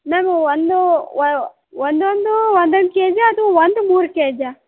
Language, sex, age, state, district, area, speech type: Kannada, female, 18-30, Karnataka, Bellary, urban, conversation